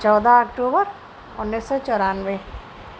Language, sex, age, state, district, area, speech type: Urdu, female, 45-60, Uttar Pradesh, Shahjahanpur, urban, spontaneous